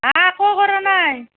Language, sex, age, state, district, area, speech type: Assamese, female, 45-60, Assam, Nalbari, rural, conversation